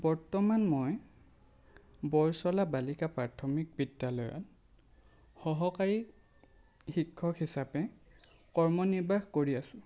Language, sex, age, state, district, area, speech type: Assamese, male, 30-45, Assam, Lakhimpur, rural, spontaneous